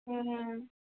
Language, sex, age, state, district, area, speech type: Kannada, female, 30-45, Karnataka, Gulbarga, urban, conversation